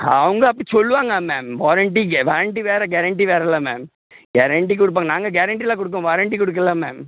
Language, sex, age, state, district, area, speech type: Tamil, male, 30-45, Tamil Nadu, Tirunelveli, rural, conversation